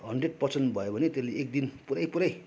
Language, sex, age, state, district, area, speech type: Nepali, male, 45-60, West Bengal, Darjeeling, rural, spontaneous